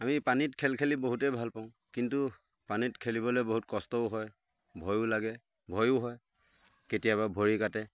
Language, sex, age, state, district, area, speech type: Assamese, male, 30-45, Assam, Lakhimpur, urban, spontaneous